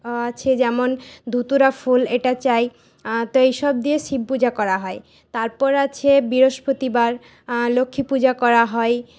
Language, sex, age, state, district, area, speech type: Bengali, female, 18-30, West Bengal, Paschim Bardhaman, urban, spontaneous